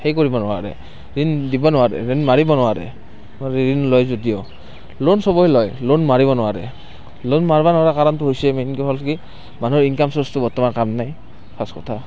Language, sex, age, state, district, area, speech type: Assamese, male, 18-30, Assam, Barpeta, rural, spontaneous